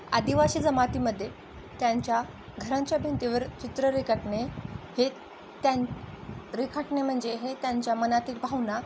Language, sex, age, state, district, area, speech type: Marathi, female, 18-30, Maharashtra, Osmanabad, rural, spontaneous